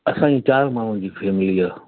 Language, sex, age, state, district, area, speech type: Sindhi, male, 60+, Gujarat, Kutch, rural, conversation